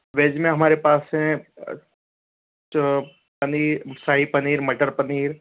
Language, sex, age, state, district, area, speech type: Hindi, male, 45-60, Madhya Pradesh, Bhopal, urban, conversation